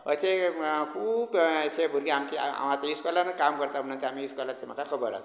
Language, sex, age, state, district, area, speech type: Goan Konkani, male, 45-60, Goa, Bardez, rural, spontaneous